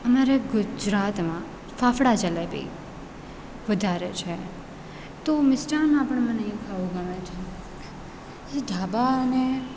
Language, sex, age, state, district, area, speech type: Gujarati, female, 30-45, Gujarat, Rajkot, urban, spontaneous